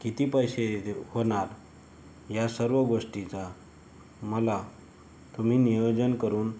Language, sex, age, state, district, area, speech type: Marathi, male, 18-30, Maharashtra, Yavatmal, rural, spontaneous